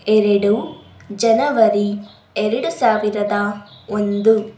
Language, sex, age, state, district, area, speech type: Kannada, female, 18-30, Karnataka, Davanagere, rural, spontaneous